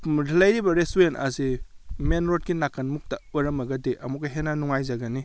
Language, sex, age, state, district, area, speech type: Manipuri, male, 30-45, Manipur, Kakching, rural, spontaneous